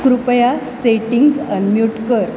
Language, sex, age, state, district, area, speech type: Marathi, female, 45-60, Maharashtra, Mumbai Suburban, urban, read